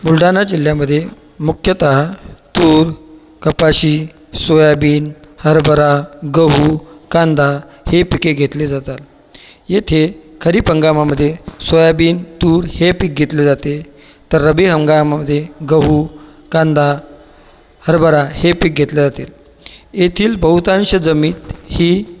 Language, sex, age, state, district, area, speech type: Marathi, male, 30-45, Maharashtra, Buldhana, urban, spontaneous